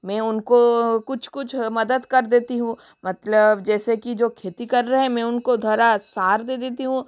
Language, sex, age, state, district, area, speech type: Hindi, female, 60+, Rajasthan, Jodhpur, rural, spontaneous